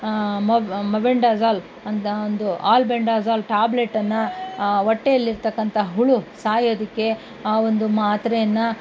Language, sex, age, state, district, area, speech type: Kannada, female, 45-60, Karnataka, Kolar, rural, spontaneous